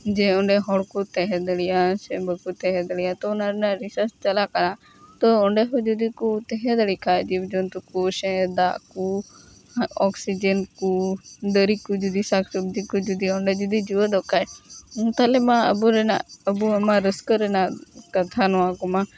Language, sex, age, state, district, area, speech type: Santali, female, 18-30, West Bengal, Uttar Dinajpur, rural, spontaneous